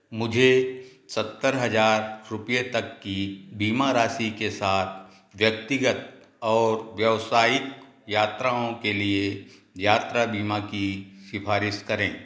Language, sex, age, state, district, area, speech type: Hindi, male, 60+, Madhya Pradesh, Balaghat, rural, read